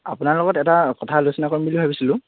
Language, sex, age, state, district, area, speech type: Assamese, male, 18-30, Assam, Dhemaji, urban, conversation